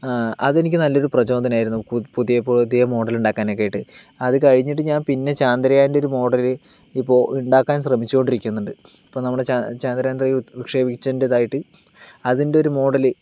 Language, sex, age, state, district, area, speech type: Malayalam, male, 18-30, Kerala, Palakkad, rural, spontaneous